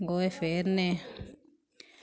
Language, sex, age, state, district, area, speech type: Dogri, female, 30-45, Jammu and Kashmir, Samba, rural, spontaneous